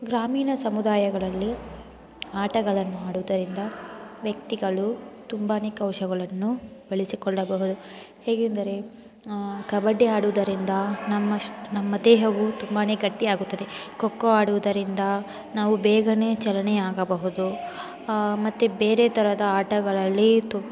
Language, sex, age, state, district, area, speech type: Kannada, female, 18-30, Karnataka, Chikkaballapur, rural, spontaneous